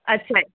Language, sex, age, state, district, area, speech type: Sindhi, female, 30-45, Gujarat, Surat, urban, conversation